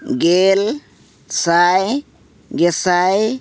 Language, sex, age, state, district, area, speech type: Santali, male, 30-45, Jharkhand, East Singhbhum, rural, spontaneous